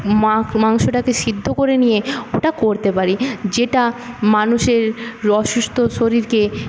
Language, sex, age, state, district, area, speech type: Bengali, female, 18-30, West Bengal, Paschim Medinipur, rural, spontaneous